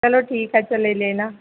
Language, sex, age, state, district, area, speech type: Hindi, female, 30-45, Madhya Pradesh, Hoshangabad, rural, conversation